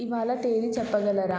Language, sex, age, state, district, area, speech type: Telugu, female, 18-30, Telangana, Vikarabad, rural, read